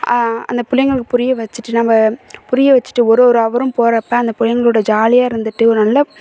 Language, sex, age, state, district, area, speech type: Tamil, female, 18-30, Tamil Nadu, Thanjavur, urban, spontaneous